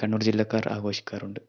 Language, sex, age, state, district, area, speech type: Malayalam, male, 18-30, Kerala, Kannur, rural, spontaneous